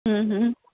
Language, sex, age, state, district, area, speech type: Gujarati, female, 45-60, Gujarat, Junagadh, rural, conversation